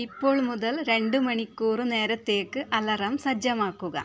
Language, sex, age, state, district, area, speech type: Malayalam, female, 45-60, Kerala, Kasaragod, urban, read